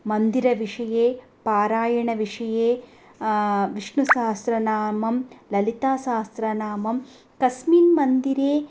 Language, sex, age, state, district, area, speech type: Sanskrit, female, 30-45, Tamil Nadu, Coimbatore, rural, spontaneous